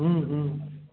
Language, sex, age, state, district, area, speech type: Maithili, male, 18-30, Bihar, Sitamarhi, urban, conversation